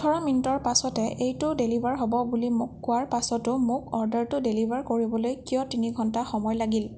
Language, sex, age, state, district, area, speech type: Assamese, female, 18-30, Assam, Nagaon, rural, read